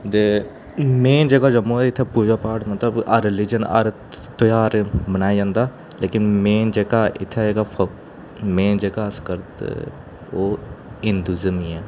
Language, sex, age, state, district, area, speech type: Dogri, male, 30-45, Jammu and Kashmir, Udhampur, urban, spontaneous